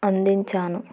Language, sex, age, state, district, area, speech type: Telugu, female, 18-30, Andhra Pradesh, Nandyal, urban, spontaneous